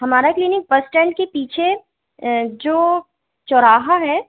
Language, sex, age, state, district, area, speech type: Hindi, female, 18-30, Madhya Pradesh, Chhindwara, urban, conversation